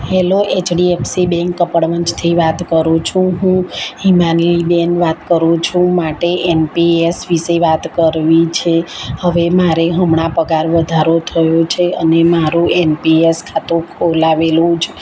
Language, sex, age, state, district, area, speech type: Gujarati, female, 30-45, Gujarat, Kheda, rural, spontaneous